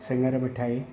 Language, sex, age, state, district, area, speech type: Sindhi, male, 60+, Gujarat, Kutch, rural, spontaneous